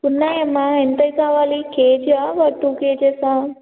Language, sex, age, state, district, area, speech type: Telugu, female, 18-30, Telangana, Warangal, rural, conversation